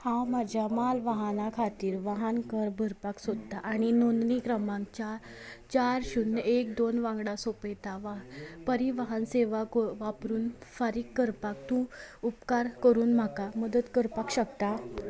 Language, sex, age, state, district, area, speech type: Goan Konkani, female, 18-30, Goa, Salcete, rural, read